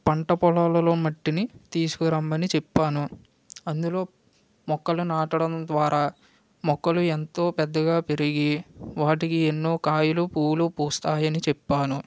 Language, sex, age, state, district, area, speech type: Telugu, male, 45-60, Andhra Pradesh, West Godavari, rural, spontaneous